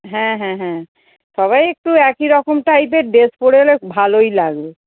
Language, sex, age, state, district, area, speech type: Bengali, female, 45-60, West Bengal, North 24 Parganas, urban, conversation